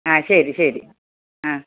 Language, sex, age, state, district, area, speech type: Malayalam, female, 60+, Kerala, Kasaragod, urban, conversation